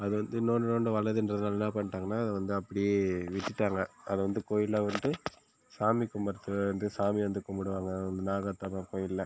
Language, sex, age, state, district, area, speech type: Tamil, male, 18-30, Tamil Nadu, Viluppuram, urban, spontaneous